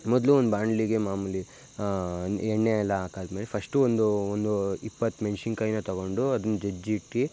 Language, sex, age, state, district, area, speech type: Kannada, male, 18-30, Karnataka, Mysore, rural, spontaneous